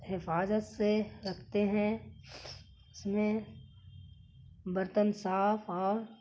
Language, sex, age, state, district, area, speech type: Urdu, female, 30-45, Bihar, Gaya, urban, spontaneous